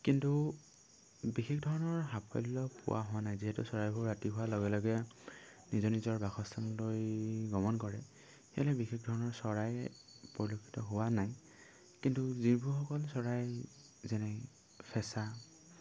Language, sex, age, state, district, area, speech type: Assamese, male, 18-30, Assam, Dhemaji, rural, spontaneous